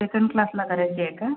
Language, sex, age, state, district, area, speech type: Marathi, female, 45-60, Maharashtra, Akola, urban, conversation